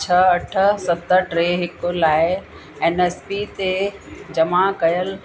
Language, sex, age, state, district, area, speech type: Sindhi, female, 45-60, Uttar Pradesh, Lucknow, rural, read